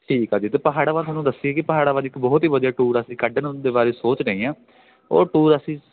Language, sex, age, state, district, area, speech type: Punjabi, male, 18-30, Punjab, Ludhiana, rural, conversation